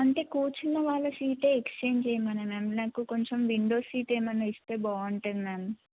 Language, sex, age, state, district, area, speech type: Telugu, female, 18-30, Telangana, Mahabubabad, rural, conversation